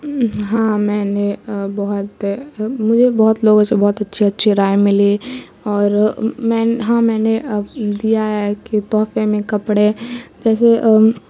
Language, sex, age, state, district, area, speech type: Urdu, female, 18-30, Bihar, Supaul, rural, spontaneous